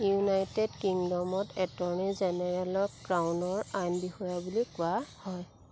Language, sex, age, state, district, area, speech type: Assamese, female, 30-45, Assam, Jorhat, urban, read